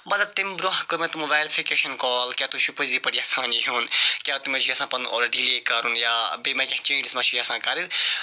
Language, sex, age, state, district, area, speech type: Kashmiri, male, 45-60, Jammu and Kashmir, Budgam, urban, spontaneous